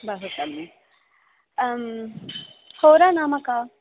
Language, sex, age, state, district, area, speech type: Sanskrit, female, 18-30, Kerala, Thrissur, urban, conversation